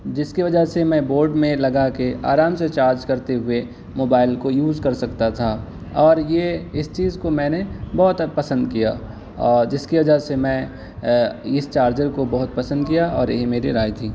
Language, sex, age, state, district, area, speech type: Urdu, male, 18-30, Delhi, East Delhi, urban, spontaneous